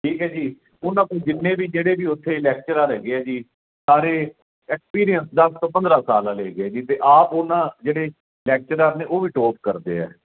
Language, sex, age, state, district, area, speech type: Punjabi, male, 30-45, Punjab, Fazilka, rural, conversation